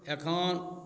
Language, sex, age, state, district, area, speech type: Maithili, male, 45-60, Bihar, Darbhanga, rural, spontaneous